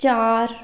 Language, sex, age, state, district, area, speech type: Punjabi, female, 30-45, Punjab, Fatehgarh Sahib, urban, read